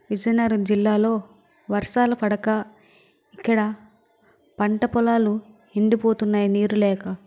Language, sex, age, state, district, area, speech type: Telugu, female, 60+, Andhra Pradesh, Vizianagaram, rural, spontaneous